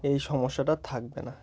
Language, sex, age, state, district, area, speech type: Bengali, male, 18-30, West Bengal, Murshidabad, urban, spontaneous